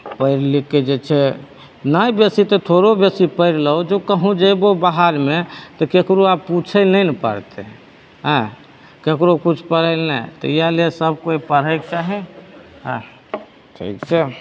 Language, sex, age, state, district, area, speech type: Maithili, male, 30-45, Bihar, Begusarai, urban, spontaneous